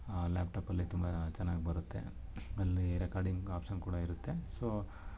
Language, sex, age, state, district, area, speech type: Kannada, male, 30-45, Karnataka, Mysore, urban, spontaneous